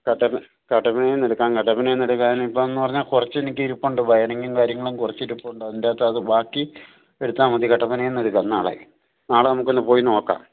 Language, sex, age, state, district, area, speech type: Malayalam, male, 60+, Kerala, Idukki, rural, conversation